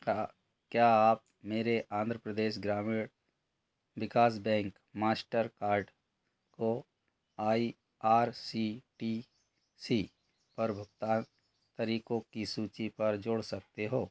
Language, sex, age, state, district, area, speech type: Hindi, male, 45-60, Madhya Pradesh, Betul, rural, read